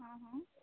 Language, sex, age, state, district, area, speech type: Marathi, female, 18-30, Maharashtra, Amravati, urban, conversation